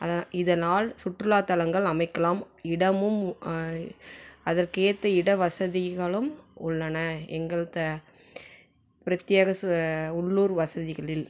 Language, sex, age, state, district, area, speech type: Tamil, female, 18-30, Tamil Nadu, Salem, rural, spontaneous